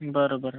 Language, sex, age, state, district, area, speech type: Marathi, male, 30-45, Maharashtra, Amravati, rural, conversation